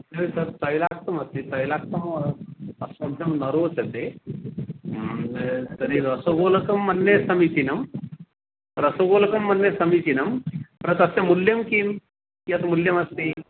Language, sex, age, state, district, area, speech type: Sanskrit, male, 45-60, Odisha, Cuttack, rural, conversation